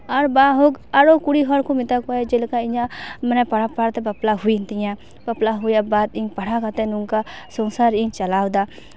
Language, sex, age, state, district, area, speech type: Santali, female, 18-30, West Bengal, Paschim Bardhaman, rural, spontaneous